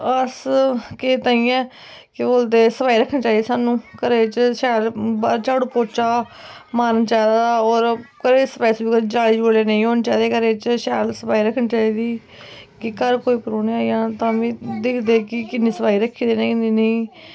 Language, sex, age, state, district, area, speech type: Dogri, female, 18-30, Jammu and Kashmir, Kathua, rural, spontaneous